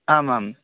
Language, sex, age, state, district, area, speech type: Sanskrit, male, 18-30, Odisha, Balangir, rural, conversation